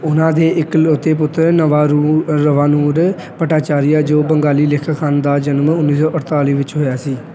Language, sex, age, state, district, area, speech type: Punjabi, male, 18-30, Punjab, Pathankot, rural, read